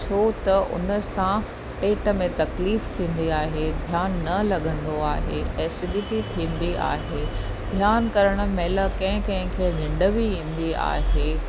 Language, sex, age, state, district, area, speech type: Sindhi, female, 45-60, Maharashtra, Mumbai Suburban, urban, spontaneous